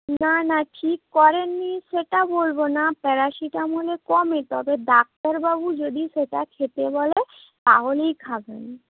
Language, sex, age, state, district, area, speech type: Bengali, female, 18-30, West Bengal, Nadia, rural, conversation